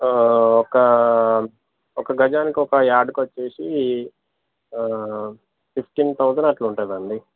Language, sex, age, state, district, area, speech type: Telugu, male, 18-30, Telangana, Jangaon, rural, conversation